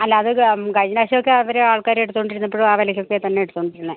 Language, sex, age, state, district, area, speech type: Malayalam, female, 45-60, Kerala, Idukki, rural, conversation